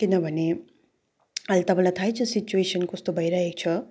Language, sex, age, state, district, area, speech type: Nepali, female, 18-30, West Bengal, Darjeeling, rural, spontaneous